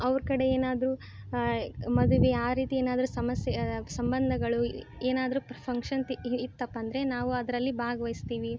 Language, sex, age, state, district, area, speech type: Kannada, female, 18-30, Karnataka, Koppal, urban, spontaneous